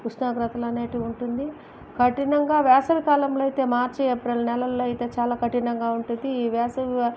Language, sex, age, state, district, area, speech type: Telugu, female, 45-60, Andhra Pradesh, Chittoor, rural, spontaneous